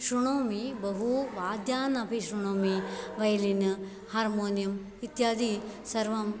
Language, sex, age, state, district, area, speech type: Sanskrit, female, 45-60, Karnataka, Dakshina Kannada, rural, spontaneous